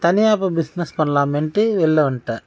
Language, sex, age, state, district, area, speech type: Tamil, male, 45-60, Tamil Nadu, Cuddalore, rural, spontaneous